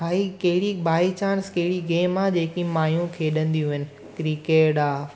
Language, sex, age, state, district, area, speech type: Sindhi, male, 18-30, Gujarat, Surat, urban, spontaneous